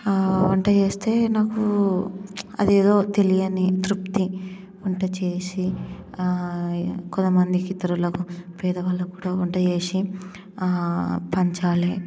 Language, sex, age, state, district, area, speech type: Telugu, female, 18-30, Telangana, Ranga Reddy, urban, spontaneous